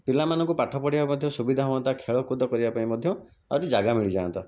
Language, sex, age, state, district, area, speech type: Odia, male, 45-60, Odisha, Jajpur, rural, spontaneous